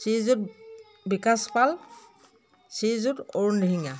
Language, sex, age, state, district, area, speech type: Assamese, female, 60+, Assam, Dhemaji, rural, spontaneous